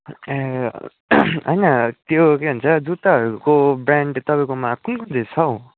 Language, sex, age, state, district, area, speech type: Nepali, male, 18-30, West Bengal, Kalimpong, rural, conversation